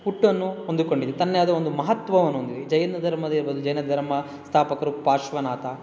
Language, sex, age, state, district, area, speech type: Kannada, male, 18-30, Karnataka, Kolar, rural, spontaneous